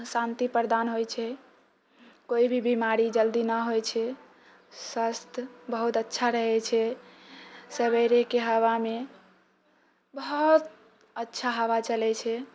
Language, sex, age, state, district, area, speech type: Maithili, female, 18-30, Bihar, Purnia, rural, spontaneous